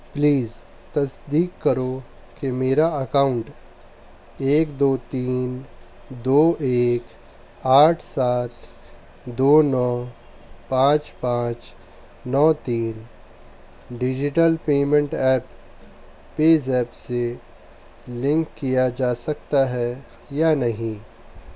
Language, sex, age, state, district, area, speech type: Urdu, male, 30-45, Delhi, East Delhi, urban, read